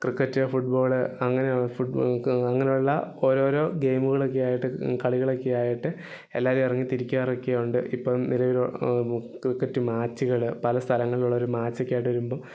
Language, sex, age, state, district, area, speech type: Malayalam, male, 18-30, Kerala, Idukki, rural, spontaneous